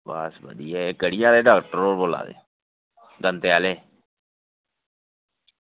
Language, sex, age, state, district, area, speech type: Dogri, male, 30-45, Jammu and Kashmir, Reasi, rural, conversation